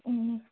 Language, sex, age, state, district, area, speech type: Manipuri, female, 30-45, Manipur, Imphal East, rural, conversation